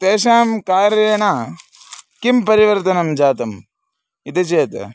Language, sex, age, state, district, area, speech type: Sanskrit, male, 18-30, Karnataka, Chikkamagaluru, urban, spontaneous